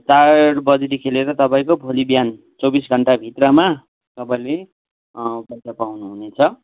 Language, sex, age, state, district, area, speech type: Nepali, male, 60+, West Bengal, Kalimpong, rural, conversation